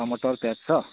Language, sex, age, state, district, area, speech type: Nepali, male, 30-45, West Bengal, Kalimpong, rural, conversation